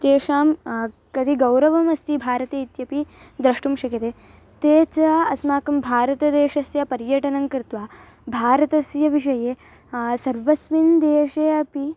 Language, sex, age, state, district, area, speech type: Sanskrit, female, 18-30, Karnataka, Bangalore Rural, rural, spontaneous